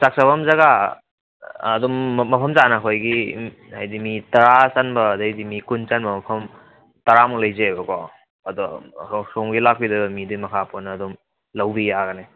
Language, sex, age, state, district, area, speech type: Manipuri, male, 18-30, Manipur, Kakching, rural, conversation